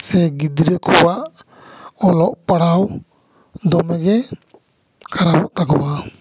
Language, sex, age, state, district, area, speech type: Santali, male, 30-45, West Bengal, Bankura, rural, spontaneous